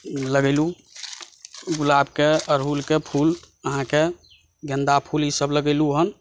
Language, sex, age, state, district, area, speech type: Maithili, male, 30-45, Bihar, Saharsa, rural, spontaneous